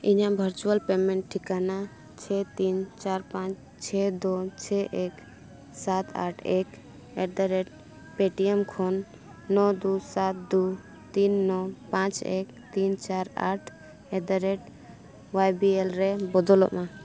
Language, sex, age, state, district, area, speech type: Santali, female, 18-30, Jharkhand, Bokaro, rural, read